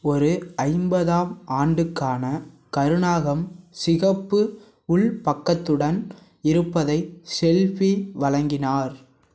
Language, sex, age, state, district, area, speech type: Tamil, male, 18-30, Tamil Nadu, Thanjavur, rural, read